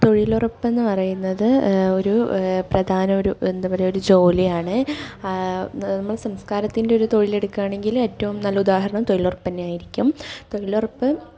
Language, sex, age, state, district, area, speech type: Malayalam, female, 18-30, Kerala, Wayanad, rural, spontaneous